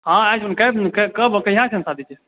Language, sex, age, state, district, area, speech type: Maithili, male, 18-30, Bihar, Purnia, urban, conversation